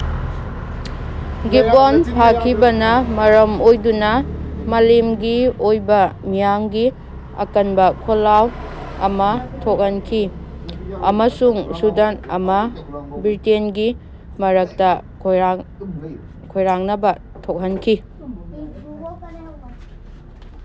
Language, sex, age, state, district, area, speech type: Manipuri, female, 18-30, Manipur, Kangpokpi, urban, read